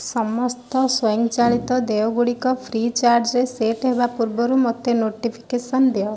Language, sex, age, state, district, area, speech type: Odia, female, 18-30, Odisha, Kendrapara, urban, read